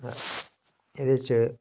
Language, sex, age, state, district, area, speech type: Dogri, male, 45-60, Jammu and Kashmir, Udhampur, rural, spontaneous